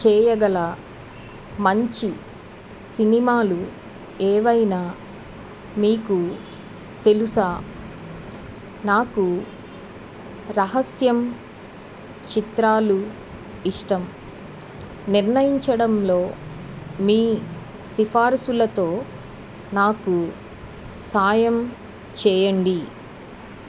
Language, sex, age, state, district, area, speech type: Telugu, female, 45-60, Andhra Pradesh, Eluru, urban, read